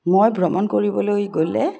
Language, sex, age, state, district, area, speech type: Assamese, female, 60+, Assam, Udalguri, rural, spontaneous